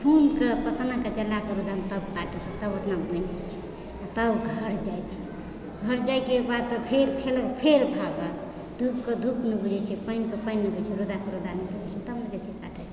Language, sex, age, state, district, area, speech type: Maithili, female, 30-45, Bihar, Supaul, rural, spontaneous